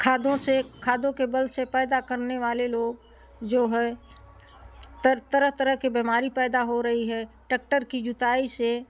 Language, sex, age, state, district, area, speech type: Hindi, female, 60+, Uttar Pradesh, Prayagraj, urban, spontaneous